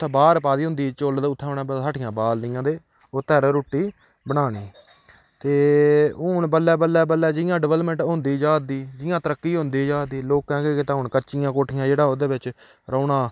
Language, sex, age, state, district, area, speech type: Dogri, male, 18-30, Jammu and Kashmir, Udhampur, rural, spontaneous